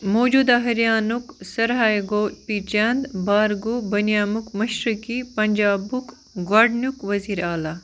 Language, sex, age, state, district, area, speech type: Kashmiri, female, 18-30, Jammu and Kashmir, Baramulla, rural, read